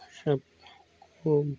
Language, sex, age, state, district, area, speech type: Hindi, male, 45-60, Uttar Pradesh, Lucknow, rural, spontaneous